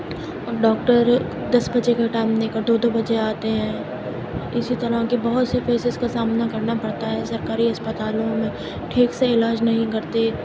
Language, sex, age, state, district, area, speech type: Urdu, female, 30-45, Uttar Pradesh, Aligarh, rural, spontaneous